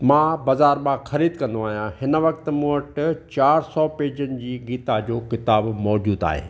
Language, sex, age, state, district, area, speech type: Sindhi, male, 60+, Maharashtra, Thane, urban, spontaneous